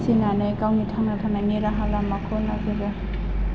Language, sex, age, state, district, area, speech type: Bodo, female, 18-30, Assam, Chirang, urban, spontaneous